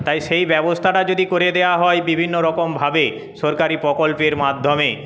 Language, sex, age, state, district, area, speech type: Bengali, male, 30-45, West Bengal, Paschim Medinipur, rural, spontaneous